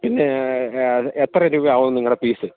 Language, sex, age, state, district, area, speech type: Malayalam, male, 45-60, Kerala, Kottayam, rural, conversation